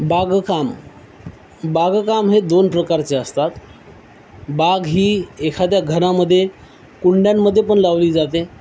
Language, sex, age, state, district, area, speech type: Marathi, male, 30-45, Maharashtra, Nanded, urban, spontaneous